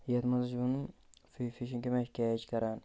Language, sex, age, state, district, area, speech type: Kashmiri, male, 18-30, Jammu and Kashmir, Bandipora, rural, spontaneous